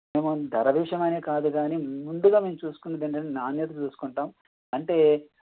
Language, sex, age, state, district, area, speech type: Telugu, male, 30-45, Andhra Pradesh, West Godavari, rural, conversation